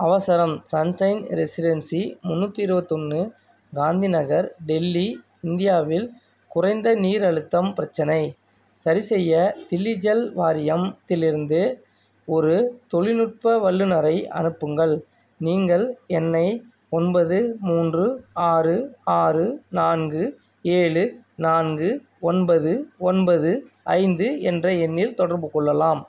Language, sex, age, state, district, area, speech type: Tamil, male, 30-45, Tamil Nadu, Thanjavur, rural, read